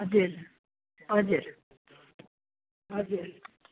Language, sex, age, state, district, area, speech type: Nepali, male, 60+, West Bengal, Kalimpong, rural, conversation